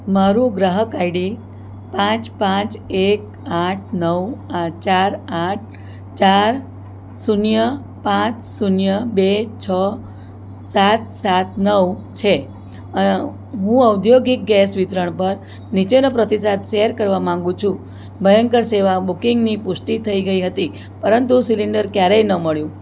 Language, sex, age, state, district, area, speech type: Gujarati, female, 60+, Gujarat, Surat, urban, read